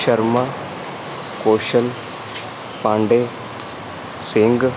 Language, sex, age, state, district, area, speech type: Punjabi, male, 18-30, Punjab, Kapurthala, rural, spontaneous